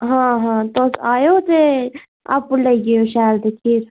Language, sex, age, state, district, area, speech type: Dogri, female, 18-30, Jammu and Kashmir, Udhampur, rural, conversation